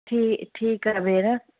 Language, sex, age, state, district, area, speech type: Sindhi, female, 30-45, Uttar Pradesh, Lucknow, urban, conversation